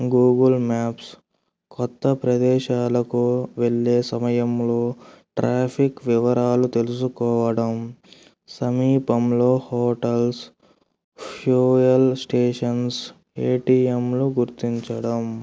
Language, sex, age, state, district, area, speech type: Telugu, male, 18-30, Andhra Pradesh, Kurnool, urban, spontaneous